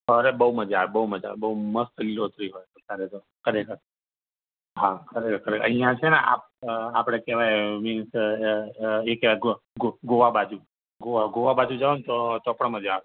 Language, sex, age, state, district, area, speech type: Gujarati, male, 45-60, Gujarat, Ahmedabad, urban, conversation